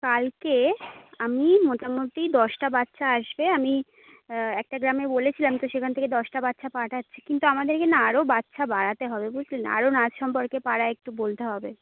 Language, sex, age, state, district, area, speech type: Bengali, female, 18-30, West Bengal, Jhargram, rural, conversation